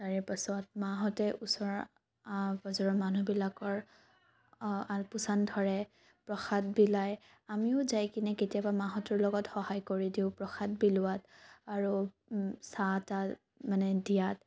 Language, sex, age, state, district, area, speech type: Assamese, female, 18-30, Assam, Morigaon, rural, spontaneous